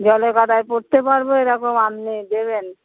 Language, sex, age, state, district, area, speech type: Bengali, female, 45-60, West Bengal, Uttar Dinajpur, urban, conversation